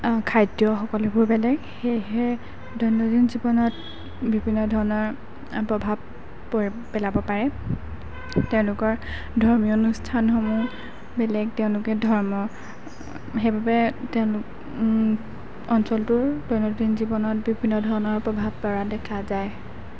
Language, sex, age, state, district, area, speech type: Assamese, female, 18-30, Assam, Golaghat, urban, spontaneous